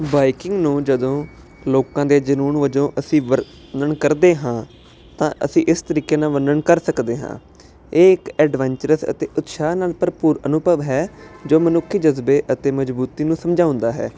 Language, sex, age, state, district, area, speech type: Punjabi, male, 30-45, Punjab, Jalandhar, urban, spontaneous